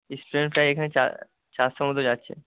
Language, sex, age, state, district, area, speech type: Bengali, male, 45-60, West Bengal, Purba Bardhaman, rural, conversation